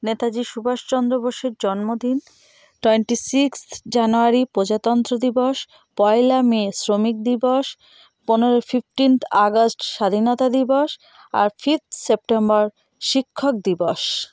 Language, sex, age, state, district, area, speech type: Bengali, female, 30-45, West Bengal, North 24 Parganas, rural, spontaneous